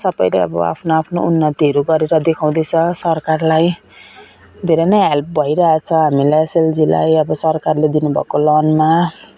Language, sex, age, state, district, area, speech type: Nepali, female, 45-60, West Bengal, Jalpaiguri, urban, spontaneous